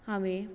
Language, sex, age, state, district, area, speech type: Goan Konkani, female, 18-30, Goa, Bardez, rural, spontaneous